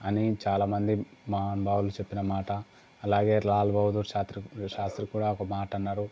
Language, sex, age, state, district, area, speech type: Telugu, male, 18-30, Telangana, Sangareddy, rural, spontaneous